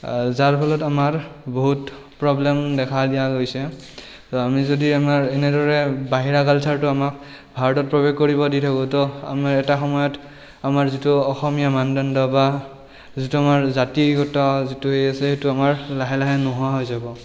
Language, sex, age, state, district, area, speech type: Assamese, male, 18-30, Assam, Barpeta, rural, spontaneous